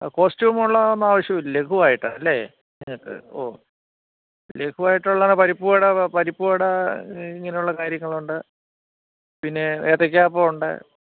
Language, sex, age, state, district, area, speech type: Malayalam, male, 30-45, Kerala, Kottayam, rural, conversation